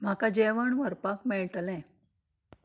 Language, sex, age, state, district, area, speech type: Goan Konkani, female, 30-45, Goa, Canacona, rural, read